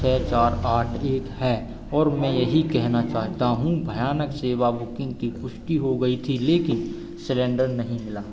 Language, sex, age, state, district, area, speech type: Hindi, male, 18-30, Madhya Pradesh, Seoni, urban, read